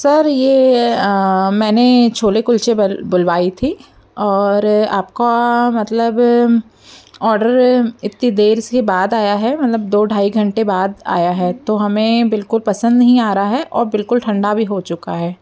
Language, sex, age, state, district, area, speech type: Hindi, female, 30-45, Madhya Pradesh, Jabalpur, urban, spontaneous